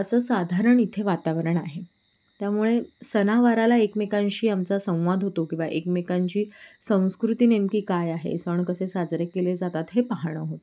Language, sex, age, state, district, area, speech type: Marathi, female, 18-30, Maharashtra, Sindhudurg, rural, spontaneous